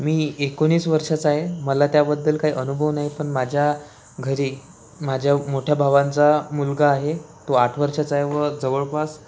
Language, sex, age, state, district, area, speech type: Marathi, male, 18-30, Maharashtra, Wardha, urban, spontaneous